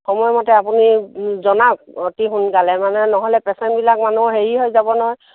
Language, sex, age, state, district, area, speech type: Assamese, female, 60+, Assam, Dibrugarh, rural, conversation